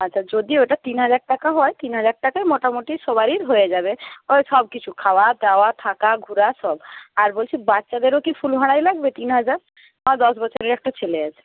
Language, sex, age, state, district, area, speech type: Bengali, female, 18-30, West Bengal, Jhargram, rural, conversation